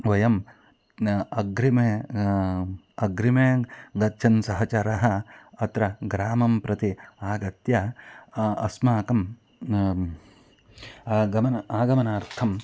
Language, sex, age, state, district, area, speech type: Sanskrit, male, 45-60, Karnataka, Shimoga, rural, spontaneous